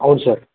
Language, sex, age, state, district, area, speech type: Telugu, male, 18-30, Telangana, Hanamkonda, urban, conversation